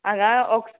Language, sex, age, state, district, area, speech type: Goan Konkani, female, 18-30, Goa, Ponda, rural, conversation